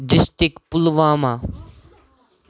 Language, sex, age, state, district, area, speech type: Kashmiri, male, 18-30, Jammu and Kashmir, Kupwara, rural, spontaneous